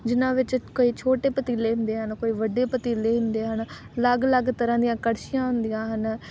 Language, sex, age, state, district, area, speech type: Punjabi, female, 18-30, Punjab, Amritsar, urban, spontaneous